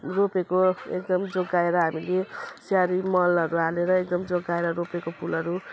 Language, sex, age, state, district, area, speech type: Nepali, female, 30-45, West Bengal, Jalpaiguri, urban, spontaneous